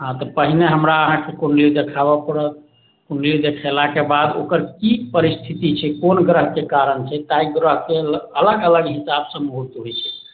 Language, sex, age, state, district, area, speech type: Maithili, male, 45-60, Bihar, Sitamarhi, urban, conversation